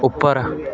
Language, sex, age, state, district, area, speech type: Punjabi, male, 18-30, Punjab, Shaheed Bhagat Singh Nagar, rural, read